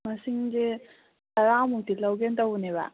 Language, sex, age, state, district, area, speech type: Manipuri, female, 18-30, Manipur, Kangpokpi, urban, conversation